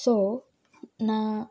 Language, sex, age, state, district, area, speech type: Telugu, female, 18-30, Andhra Pradesh, Krishna, rural, spontaneous